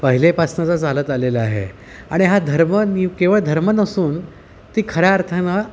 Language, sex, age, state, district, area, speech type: Marathi, male, 30-45, Maharashtra, Yavatmal, urban, spontaneous